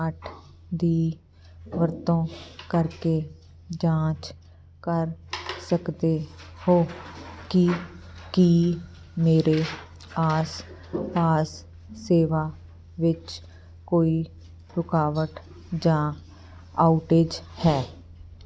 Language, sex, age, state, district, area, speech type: Punjabi, female, 45-60, Punjab, Fazilka, rural, read